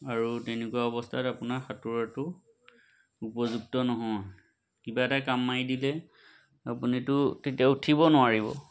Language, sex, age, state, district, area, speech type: Assamese, male, 30-45, Assam, Majuli, urban, spontaneous